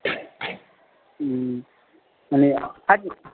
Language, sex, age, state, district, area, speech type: Nepali, male, 18-30, West Bengal, Alipurduar, urban, conversation